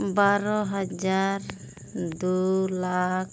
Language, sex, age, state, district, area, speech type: Santali, female, 18-30, Jharkhand, Pakur, rural, spontaneous